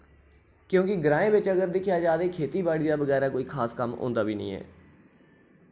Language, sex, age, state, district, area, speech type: Dogri, male, 30-45, Jammu and Kashmir, Reasi, rural, spontaneous